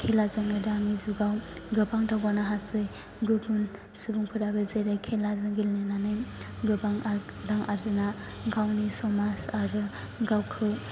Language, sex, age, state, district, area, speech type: Bodo, male, 18-30, Assam, Chirang, rural, spontaneous